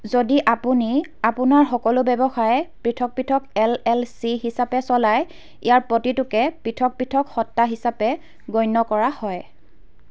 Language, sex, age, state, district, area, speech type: Assamese, female, 18-30, Assam, Dibrugarh, rural, read